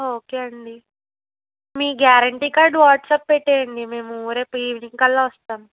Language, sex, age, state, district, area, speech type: Telugu, female, 30-45, Andhra Pradesh, Palnadu, rural, conversation